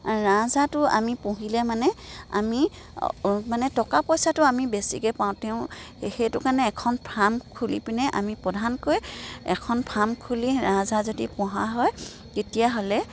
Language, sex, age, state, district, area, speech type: Assamese, female, 45-60, Assam, Dibrugarh, rural, spontaneous